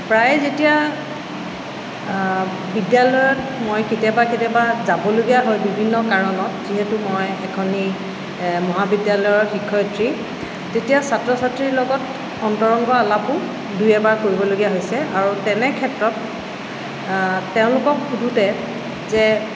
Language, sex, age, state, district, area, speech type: Assamese, female, 45-60, Assam, Tinsukia, rural, spontaneous